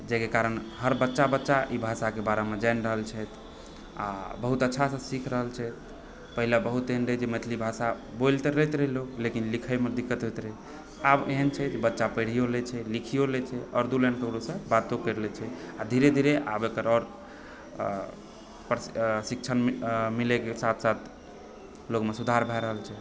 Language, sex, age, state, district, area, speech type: Maithili, male, 18-30, Bihar, Supaul, urban, spontaneous